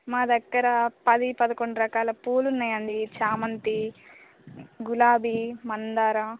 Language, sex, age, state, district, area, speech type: Telugu, female, 18-30, Telangana, Bhadradri Kothagudem, rural, conversation